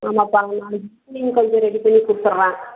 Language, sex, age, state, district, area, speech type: Tamil, female, 30-45, Tamil Nadu, Dharmapuri, rural, conversation